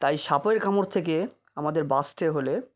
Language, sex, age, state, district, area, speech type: Bengali, male, 30-45, West Bengal, South 24 Parganas, rural, spontaneous